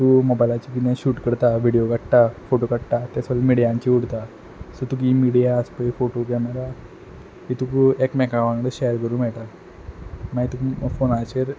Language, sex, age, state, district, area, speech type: Goan Konkani, male, 18-30, Goa, Quepem, rural, spontaneous